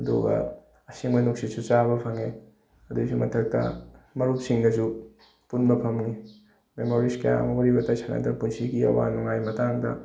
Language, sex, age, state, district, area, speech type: Manipuri, male, 18-30, Manipur, Bishnupur, rural, spontaneous